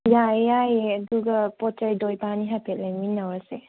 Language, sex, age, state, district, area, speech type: Manipuri, female, 45-60, Manipur, Imphal West, urban, conversation